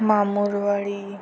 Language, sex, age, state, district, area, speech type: Marathi, female, 18-30, Maharashtra, Ratnagiri, rural, spontaneous